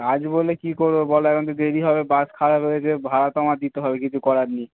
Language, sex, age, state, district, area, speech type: Bengali, male, 30-45, West Bengal, Darjeeling, rural, conversation